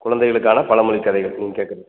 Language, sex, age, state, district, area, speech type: Tamil, male, 60+, Tamil Nadu, Theni, rural, conversation